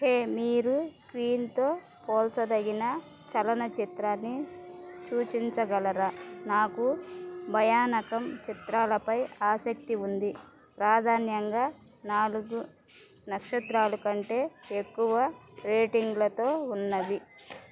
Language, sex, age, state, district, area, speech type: Telugu, female, 30-45, Andhra Pradesh, Bapatla, rural, read